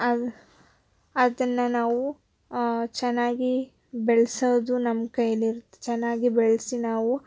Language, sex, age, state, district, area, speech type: Kannada, female, 18-30, Karnataka, Koppal, rural, spontaneous